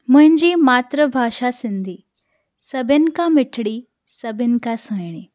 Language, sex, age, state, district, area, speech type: Sindhi, female, 18-30, Gujarat, Surat, urban, spontaneous